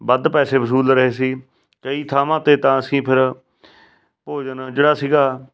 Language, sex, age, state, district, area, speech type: Punjabi, male, 45-60, Punjab, Fatehgarh Sahib, rural, spontaneous